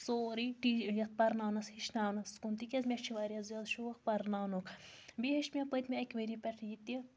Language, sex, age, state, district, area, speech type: Kashmiri, female, 30-45, Jammu and Kashmir, Budgam, rural, spontaneous